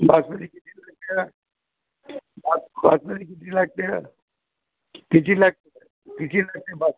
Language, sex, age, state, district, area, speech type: Marathi, male, 60+, Maharashtra, Nanded, rural, conversation